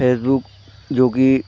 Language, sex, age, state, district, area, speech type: Hindi, male, 45-60, Uttar Pradesh, Hardoi, rural, spontaneous